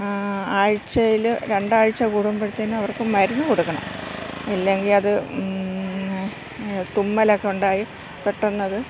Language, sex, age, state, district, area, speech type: Malayalam, female, 60+, Kerala, Thiruvananthapuram, urban, spontaneous